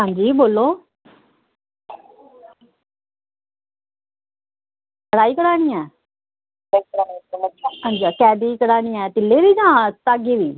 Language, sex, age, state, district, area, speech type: Dogri, female, 30-45, Jammu and Kashmir, Samba, urban, conversation